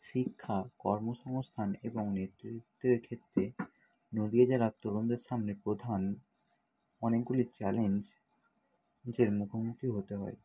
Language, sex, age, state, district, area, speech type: Bengali, male, 60+, West Bengal, Nadia, rural, spontaneous